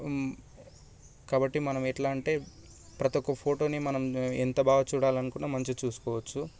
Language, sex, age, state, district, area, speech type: Telugu, male, 18-30, Telangana, Sangareddy, urban, spontaneous